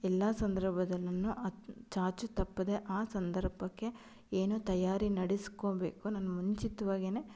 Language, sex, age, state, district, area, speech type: Kannada, female, 30-45, Karnataka, Chitradurga, urban, spontaneous